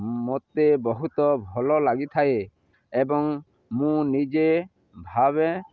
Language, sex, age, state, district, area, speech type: Odia, male, 60+, Odisha, Balangir, urban, spontaneous